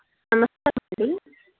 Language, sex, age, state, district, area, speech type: Telugu, female, 18-30, Andhra Pradesh, Krishna, urban, conversation